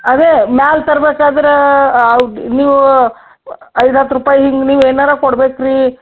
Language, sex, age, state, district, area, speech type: Kannada, female, 60+, Karnataka, Gulbarga, urban, conversation